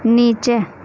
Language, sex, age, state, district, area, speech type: Urdu, female, 18-30, Uttar Pradesh, Gautam Buddha Nagar, urban, read